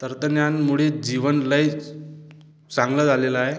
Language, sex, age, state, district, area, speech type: Marathi, male, 18-30, Maharashtra, Washim, rural, spontaneous